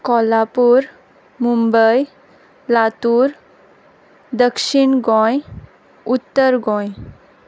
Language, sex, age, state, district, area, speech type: Goan Konkani, female, 18-30, Goa, Quepem, rural, spontaneous